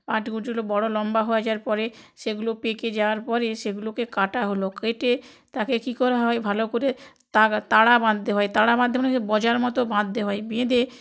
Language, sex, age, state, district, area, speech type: Bengali, female, 60+, West Bengal, Purba Medinipur, rural, spontaneous